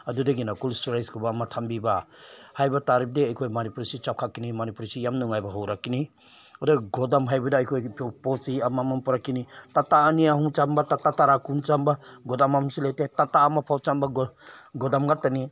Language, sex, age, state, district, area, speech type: Manipuri, male, 60+, Manipur, Senapati, urban, spontaneous